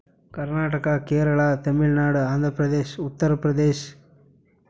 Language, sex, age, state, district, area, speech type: Kannada, male, 18-30, Karnataka, Chitradurga, rural, spontaneous